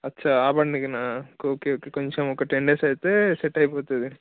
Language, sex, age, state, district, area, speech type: Telugu, male, 18-30, Telangana, Mancherial, rural, conversation